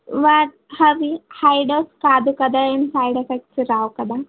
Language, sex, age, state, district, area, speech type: Telugu, female, 18-30, Telangana, Siddipet, urban, conversation